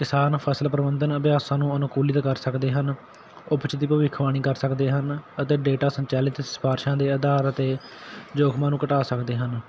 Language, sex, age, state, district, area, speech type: Punjabi, male, 18-30, Punjab, Patiala, urban, spontaneous